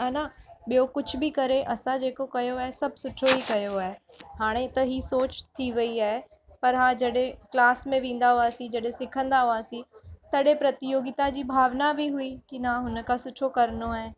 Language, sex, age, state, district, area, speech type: Sindhi, female, 45-60, Uttar Pradesh, Lucknow, rural, spontaneous